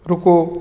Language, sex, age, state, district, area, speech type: Punjabi, male, 30-45, Punjab, Kapurthala, urban, read